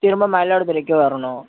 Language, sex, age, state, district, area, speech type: Tamil, male, 30-45, Tamil Nadu, Tiruvarur, rural, conversation